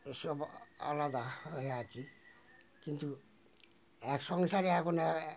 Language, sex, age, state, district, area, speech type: Bengali, male, 60+, West Bengal, Darjeeling, rural, spontaneous